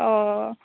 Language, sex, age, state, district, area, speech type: Assamese, female, 30-45, Assam, Darrang, rural, conversation